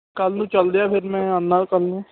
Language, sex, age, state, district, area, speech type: Punjabi, male, 18-30, Punjab, Patiala, urban, conversation